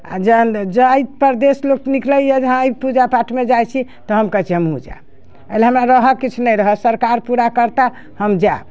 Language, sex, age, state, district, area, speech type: Maithili, female, 60+, Bihar, Muzaffarpur, urban, spontaneous